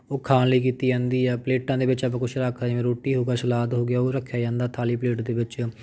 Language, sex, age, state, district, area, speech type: Punjabi, male, 30-45, Punjab, Patiala, urban, spontaneous